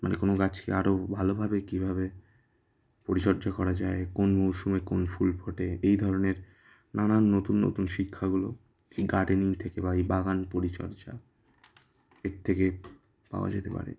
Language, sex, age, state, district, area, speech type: Bengali, male, 18-30, West Bengal, Kolkata, urban, spontaneous